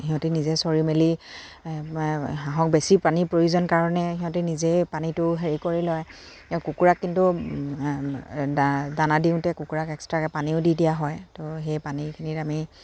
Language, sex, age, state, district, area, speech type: Assamese, female, 30-45, Assam, Dibrugarh, rural, spontaneous